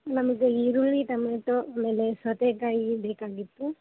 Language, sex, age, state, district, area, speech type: Kannada, female, 18-30, Karnataka, Gadag, rural, conversation